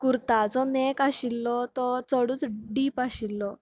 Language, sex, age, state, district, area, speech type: Goan Konkani, female, 18-30, Goa, Canacona, rural, spontaneous